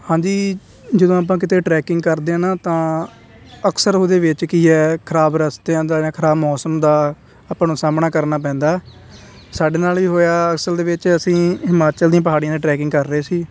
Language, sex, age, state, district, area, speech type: Punjabi, male, 18-30, Punjab, Faridkot, rural, spontaneous